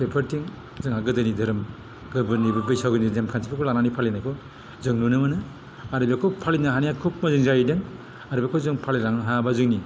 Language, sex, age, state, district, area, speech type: Bodo, male, 60+, Assam, Kokrajhar, rural, spontaneous